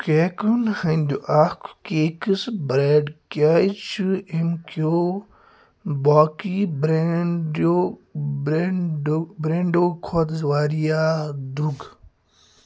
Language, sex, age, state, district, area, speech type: Kashmiri, male, 30-45, Jammu and Kashmir, Kupwara, rural, read